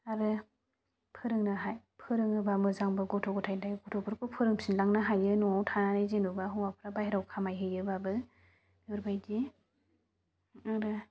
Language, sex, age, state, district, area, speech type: Bodo, female, 30-45, Assam, Chirang, rural, spontaneous